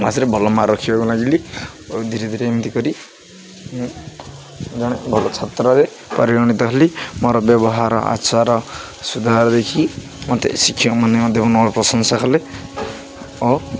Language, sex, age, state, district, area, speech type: Odia, male, 18-30, Odisha, Jagatsinghpur, rural, spontaneous